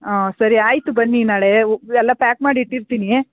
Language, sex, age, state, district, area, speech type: Kannada, female, 30-45, Karnataka, Mandya, urban, conversation